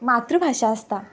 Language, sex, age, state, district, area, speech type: Goan Konkani, female, 18-30, Goa, Quepem, rural, spontaneous